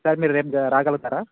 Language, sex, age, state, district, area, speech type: Telugu, male, 18-30, Telangana, Bhadradri Kothagudem, urban, conversation